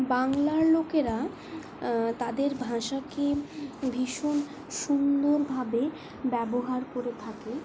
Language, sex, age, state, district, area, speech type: Bengali, female, 18-30, West Bengal, Purulia, urban, spontaneous